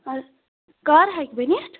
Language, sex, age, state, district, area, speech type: Kashmiri, female, 18-30, Jammu and Kashmir, Budgam, rural, conversation